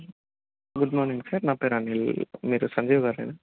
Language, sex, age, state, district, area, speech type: Telugu, male, 30-45, Telangana, Peddapalli, rural, conversation